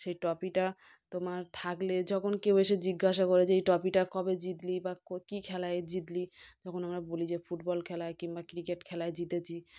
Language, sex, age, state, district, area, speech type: Bengali, female, 30-45, West Bengal, South 24 Parganas, rural, spontaneous